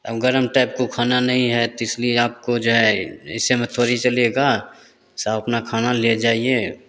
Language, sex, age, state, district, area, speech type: Hindi, male, 30-45, Bihar, Begusarai, rural, spontaneous